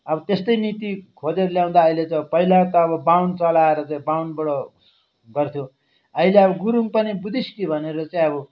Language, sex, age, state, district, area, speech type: Nepali, male, 60+, West Bengal, Darjeeling, rural, spontaneous